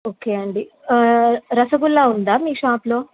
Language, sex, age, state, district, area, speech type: Telugu, female, 18-30, Andhra Pradesh, Nellore, rural, conversation